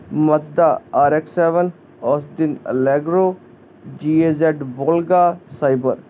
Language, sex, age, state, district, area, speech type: Punjabi, male, 30-45, Punjab, Hoshiarpur, rural, spontaneous